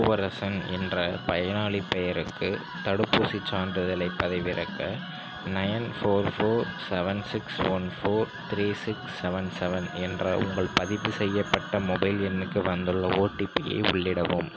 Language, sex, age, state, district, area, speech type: Tamil, male, 45-60, Tamil Nadu, Ariyalur, rural, read